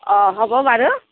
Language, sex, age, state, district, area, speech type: Assamese, female, 45-60, Assam, Kamrup Metropolitan, urban, conversation